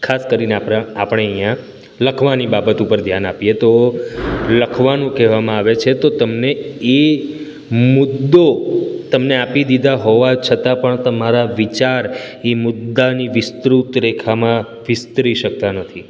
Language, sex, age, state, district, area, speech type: Gujarati, male, 30-45, Gujarat, Surat, urban, spontaneous